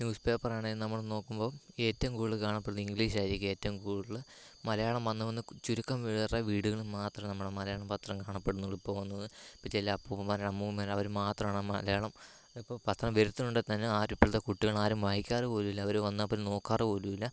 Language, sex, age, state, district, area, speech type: Malayalam, male, 18-30, Kerala, Kottayam, rural, spontaneous